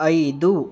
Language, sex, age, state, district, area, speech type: Kannada, male, 18-30, Karnataka, Bidar, urban, read